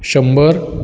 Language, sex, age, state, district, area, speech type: Goan Konkani, male, 30-45, Goa, Ponda, rural, spontaneous